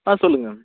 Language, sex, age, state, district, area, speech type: Tamil, male, 18-30, Tamil Nadu, Nagapattinam, rural, conversation